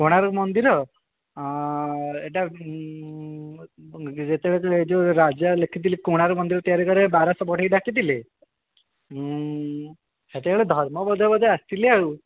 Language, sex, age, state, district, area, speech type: Odia, male, 18-30, Odisha, Dhenkanal, rural, conversation